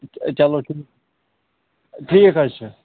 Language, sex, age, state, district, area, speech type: Kashmiri, male, 45-60, Jammu and Kashmir, Srinagar, urban, conversation